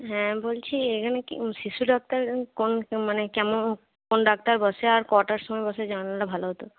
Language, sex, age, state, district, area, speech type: Bengali, female, 18-30, West Bengal, Cooch Behar, rural, conversation